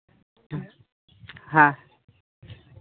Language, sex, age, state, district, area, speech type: Santali, male, 18-30, West Bengal, Malda, rural, conversation